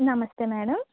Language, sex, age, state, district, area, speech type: Telugu, female, 30-45, Andhra Pradesh, West Godavari, rural, conversation